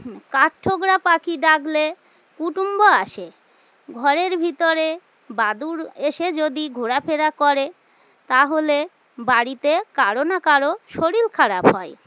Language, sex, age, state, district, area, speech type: Bengali, female, 30-45, West Bengal, Dakshin Dinajpur, urban, spontaneous